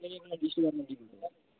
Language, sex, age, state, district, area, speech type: Malayalam, male, 30-45, Kerala, Wayanad, rural, conversation